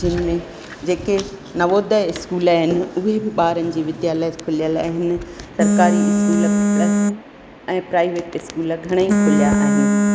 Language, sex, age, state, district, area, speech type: Sindhi, female, 60+, Rajasthan, Ajmer, urban, spontaneous